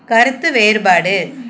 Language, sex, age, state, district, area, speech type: Tamil, female, 45-60, Tamil Nadu, Dharmapuri, urban, read